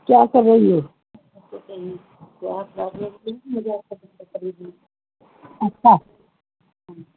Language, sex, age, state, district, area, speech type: Urdu, female, 60+, Uttar Pradesh, Rampur, urban, conversation